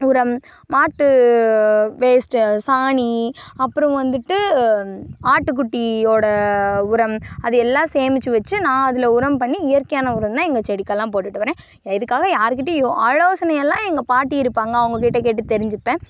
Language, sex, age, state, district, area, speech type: Tamil, female, 18-30, Tamil Nadu, Karur, rural, spontaneous